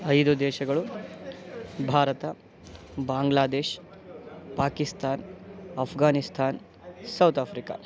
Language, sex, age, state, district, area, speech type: Kannada, male, 18-30, Karnataka, Koppal, rural, spontaneous